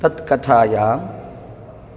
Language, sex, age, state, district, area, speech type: Sanskrit, male, 30-45, Kerala, Kasaragod, rural, spontaneous